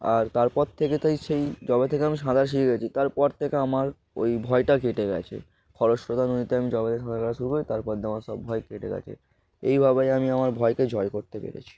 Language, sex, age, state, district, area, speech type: Bengali, male, 18-30, West Bengal, Darjeeling, urban, spontaneous